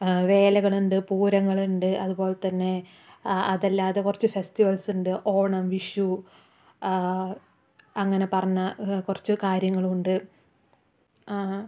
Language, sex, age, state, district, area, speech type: Malayalam, female, 30-45, Kerala, Palakkad, urban, spontaneous